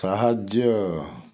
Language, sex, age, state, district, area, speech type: Odia, male, 45-60, Odisha, Balasore, rural, read